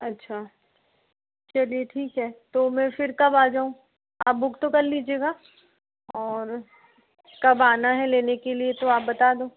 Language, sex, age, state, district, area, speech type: Hindi, female, 30-45, Madhya Pradesh, Chhindwara, urban, conversation